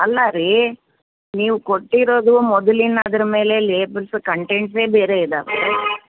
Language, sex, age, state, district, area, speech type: Kannada, female, 60+, Karnataka, Bellary, rural, conversation